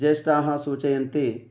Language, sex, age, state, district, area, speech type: Sanskrit, male, 30-45, Telangana, Narayanpet, urban, spontaneous